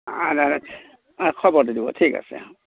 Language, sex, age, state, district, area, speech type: Assamese, male, 45-60, Assam, Darrang, rural, conversation